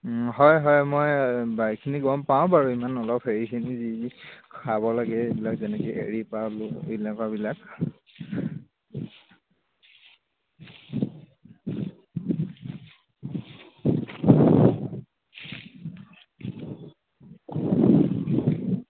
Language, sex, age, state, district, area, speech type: Assamese, male, 18-30, Assam, Dibrugarh, rural, conversation